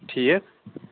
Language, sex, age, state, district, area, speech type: Kashmiri, male, 18-30, Jammu and Kashmir, Shopian, urban, conversation